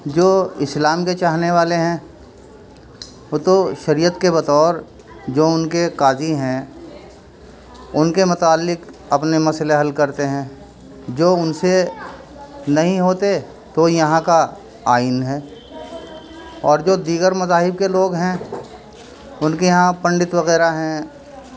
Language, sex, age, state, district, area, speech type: Urdu, male, 60+, Uttar Pradesh, Muzaffarnagar, urban, spontaneous